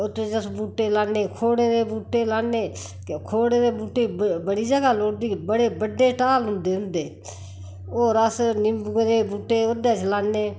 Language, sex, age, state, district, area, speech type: Dogri, female, 60+, Jammu and Kashmir, Udhampur, rural, spontaneous